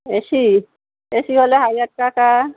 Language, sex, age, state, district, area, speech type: Bengali, female, 30-45, West Bengal, Howrah, urban, conversation